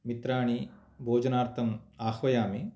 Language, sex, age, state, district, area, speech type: Sanskrit, male, 45-60, Andhra Pradesh, Kurnool, rural, spontaneous